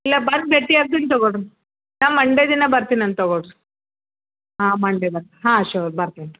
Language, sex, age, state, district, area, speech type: Kannada, female, 45-60, Karnataka, Gulbarga, urban, conversation